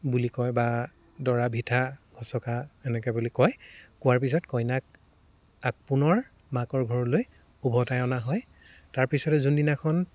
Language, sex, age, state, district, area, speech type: Assamese, male, 18-30, Assam, Dibrugarh, rural, spontaneous